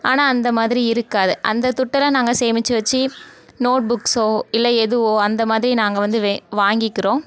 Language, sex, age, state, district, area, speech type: Tamil, female, 18-30, Tamil Nadu, Thoothukudi, rural, spontaneous